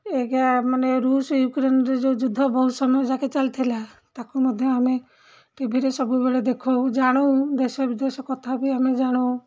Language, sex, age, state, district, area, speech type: Odia, female, 45-60, Odisha, Rayagada, rural, spontaneous